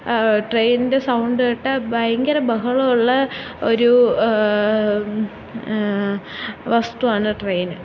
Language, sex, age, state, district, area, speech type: Malayalam, female, 18-30, Kerala, Thiruvananthapuram, urban, spontaneous